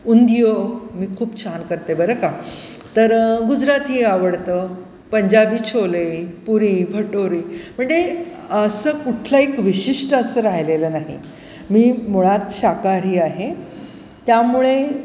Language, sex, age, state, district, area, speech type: Marathi, female, 60+, Maharashtra, Mumbai Suburban, urban, spontaneous